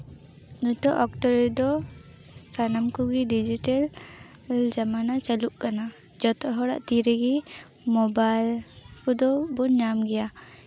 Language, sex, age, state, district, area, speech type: Santali, female, 18-30, West Bengal, Paschim Bardhaman, rural, spontaneous